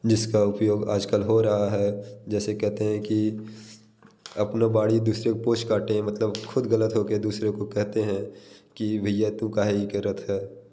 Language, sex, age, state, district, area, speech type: Hindi, male, 30-45, Uttar Pradesh, Bhadohi, rural, spontaneous